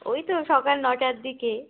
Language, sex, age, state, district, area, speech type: Bengali, female, 18-30, West Bengal, Cooch Behar, urban, conversation